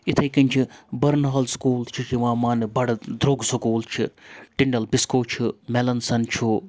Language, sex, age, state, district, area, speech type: Kashmiri, male, 30-45, Jammu and Kashmir, Srinagar, urban, spontaneous